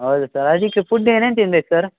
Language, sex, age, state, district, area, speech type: Kannada, male, 18-30, Karnataka, Shimoga, rural, conversation